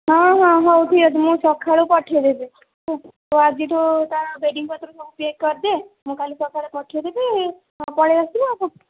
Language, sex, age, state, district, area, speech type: Odia, female, 45-60, Odisha, Kandhamal, rural, conversation